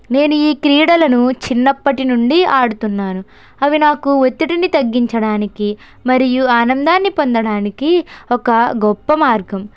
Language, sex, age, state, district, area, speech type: Telugu, female, 18-30, Andhra Pradesh, Konaseema, rural, spontaneous